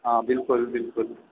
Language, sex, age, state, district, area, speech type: Maithili, male, 45-60, Bihar, Supaul, urban, conversation